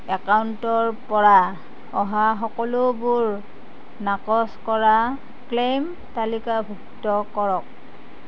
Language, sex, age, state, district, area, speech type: Assamese, female, 60+, Assam, Darrang, rural, read